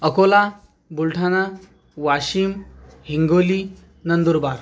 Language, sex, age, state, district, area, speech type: Marathi, male, 30-45, Maharashtra, Akola, rural, spontaneous